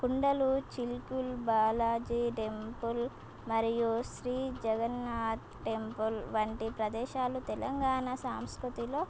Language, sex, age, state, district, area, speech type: Telugu, female, 18-30, Telangana, Komaram Bheem, urban, spontaneous